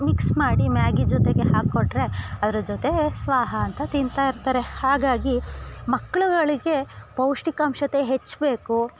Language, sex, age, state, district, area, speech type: Kannada, female, 30-45, Karnataka, Chikkamagaluru, rural, spontaneous